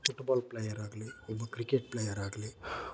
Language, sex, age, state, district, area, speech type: Kannada, male, 45-60, Karnataka, Chitradurga, rural, spontaneous